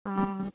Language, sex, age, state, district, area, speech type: Bodo, female, 18-30, Assam, Baksa, rural, conversation